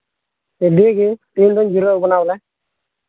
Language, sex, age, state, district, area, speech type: Santali, male, 18-30, Jharkhand, Pakur, rural, conversation